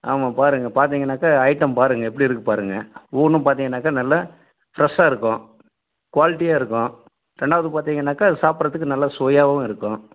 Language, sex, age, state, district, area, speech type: Tamil, male, 45-60, Tamil Nadu, Dharmapuri, rural, conversation